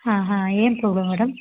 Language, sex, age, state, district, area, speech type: Kannada, female, 30-45, Karnataka, Hassan, urban, conversation